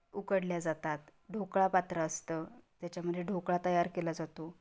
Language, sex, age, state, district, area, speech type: Marathi, female, 45-60, Maharashtra, Kolhapur, urban, spontaneous